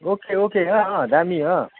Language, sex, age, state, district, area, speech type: Nepali, male, 60+, West Bengal, Kalimpong, rural, conversation